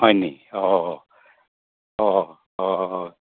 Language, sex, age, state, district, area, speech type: Assamese, male, 60+, Assam, Dibrugarh, rural, conversation